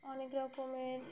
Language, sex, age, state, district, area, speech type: Bengali, female, 18-30, West Bengal, Dakshin Dinajpur, urban, spontaneous